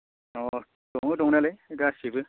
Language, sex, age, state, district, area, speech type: Bodo, male, 30-45, Assam, Baksa, urban, conversation